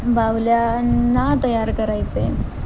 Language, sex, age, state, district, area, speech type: Marathi, female, 18-30, Maharashtra, Nanded, rural, spontaneous